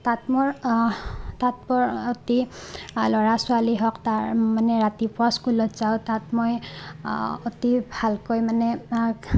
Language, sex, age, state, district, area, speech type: Assamese, female, 18-30, Assam, Barpeta, rural, spontaneous